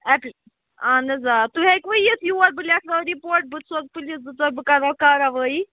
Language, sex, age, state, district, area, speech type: Kashmiri, female, 45-60, Jammu and Kashmir, Ganderbal, rural, conversation